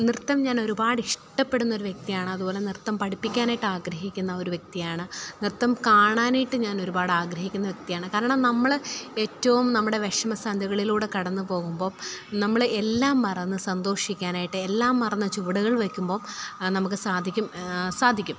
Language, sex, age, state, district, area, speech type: Malayalam, female, 30-45, Kerala, Pathanamthitta, rural, spontaneous